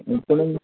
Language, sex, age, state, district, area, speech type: Goan Konkani, male, 60+, Goa, Bardez, rural, conversation